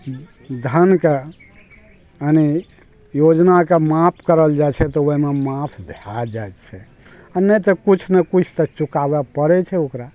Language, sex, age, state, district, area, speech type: Maithili, male, 60+, Bihar, Araria, rural, spontaneous